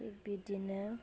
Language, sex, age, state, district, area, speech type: Bodo, female, 30-45, Assam, Baksa, rural, spontaneous